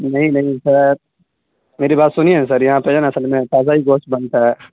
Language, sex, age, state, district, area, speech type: Urdu, male, 18-30, Bihar, Saharsa, urban, conversation